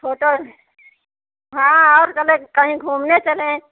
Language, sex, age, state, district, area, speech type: Hindi, female, 45-60, Uttar Pradesh, Ayodhya, rural, conversation